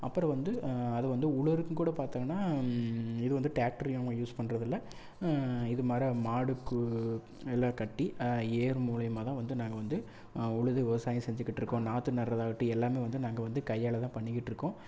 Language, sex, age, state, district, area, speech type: Tamil, male, 18-30, Tamil Nadu, Erode, rural, spontaneous